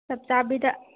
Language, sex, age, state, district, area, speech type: Manipuri, female, 18-30, Manipur, Bishnupur, rural, conversation